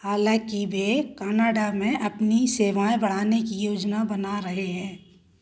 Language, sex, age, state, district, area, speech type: Hindi, female, 45-60, Madhya Pradesh, Jabalpur, urban, read